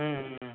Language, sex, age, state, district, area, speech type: Maithili, male, 18-30, Bihar, Saharsa, rural, conversation